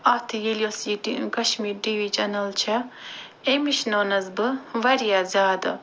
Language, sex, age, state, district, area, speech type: Kashmiri, female, 45-60, Jammu and Kashmir, Ganderbal, urban, spontaneous